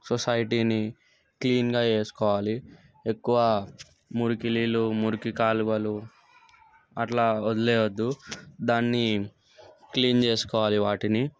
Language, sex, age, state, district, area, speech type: Telugu, male, 18-30, Telangana, Sangareddy, urban, spontaneous